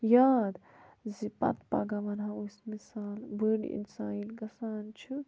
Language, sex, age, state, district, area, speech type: Kashmiri, female, 18-30, Jammu and Kashmir, Budgam, rural, spontaneous